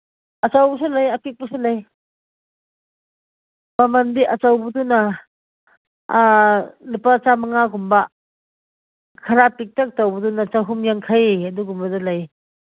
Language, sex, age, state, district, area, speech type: Manipuri, female, 45-60, Manipur, Ukhrul, rural, conversation